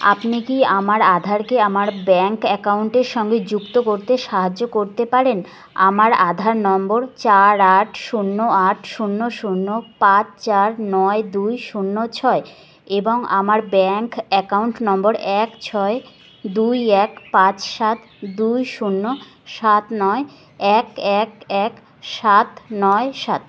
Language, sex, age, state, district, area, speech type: Bengali, female, 30-45, West Bengal, Kolkata, urban, read